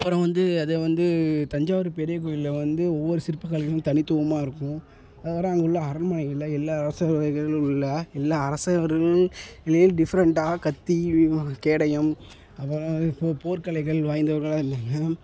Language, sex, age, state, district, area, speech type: Tamil, male, 18-30, Tamil Nadu, Thanjavur, urban, spontaneous